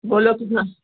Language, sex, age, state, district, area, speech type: Hindi, female, 60+, Uttar Pradesh, Mau, rural, conversation